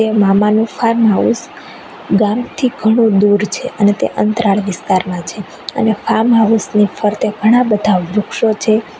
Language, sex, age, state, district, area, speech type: Gujarati, female, 18-30, Gujarat, Rajkot, rural, spontaneous